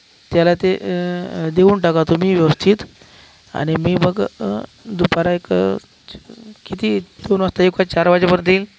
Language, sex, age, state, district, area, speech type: Marathi, male, 45-60, Maharashtra, Akola, urban, spontaneous